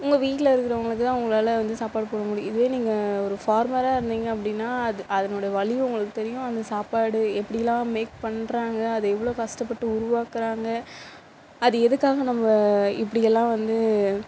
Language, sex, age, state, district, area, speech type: Tamil, female, 60+, Tamil Nadu, Mayiladuthurai, rural, spontaneous